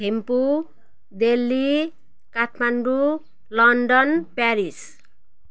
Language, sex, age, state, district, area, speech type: Nepali, female, 45-60, West Bengal, Jalpaiguri, urban, spontaneous